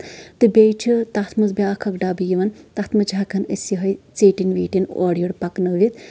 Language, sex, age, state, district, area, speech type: Kashmiri, female, 30-45, Jammu and Kashmir, Shopian, rural, spontaneous